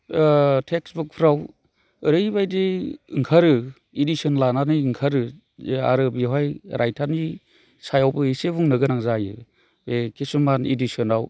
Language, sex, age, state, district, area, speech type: Bodo, male, 45-60, Assam, Chirang, urban, spontaneous